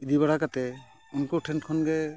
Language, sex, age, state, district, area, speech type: Santali, male, 45-60, Odisha, Mayurbhanj, rural, spontaneous